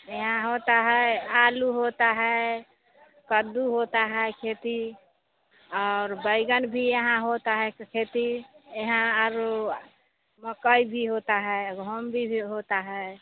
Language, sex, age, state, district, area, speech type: Hindi, female, 45-60, Bihar, Samastipur, rural, conversation